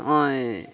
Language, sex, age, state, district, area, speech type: Santali, male, 18-30, Jharkhand, Pakur, rural, spontaneous